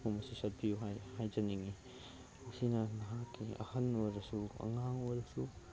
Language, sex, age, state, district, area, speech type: Manipuri, male, 30-45, Manipur, Chandel, rural, spontaneous